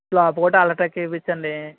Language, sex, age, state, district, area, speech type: Telugu, male, 18-30, Andhra Pradesh, East Godavari, rural, conversation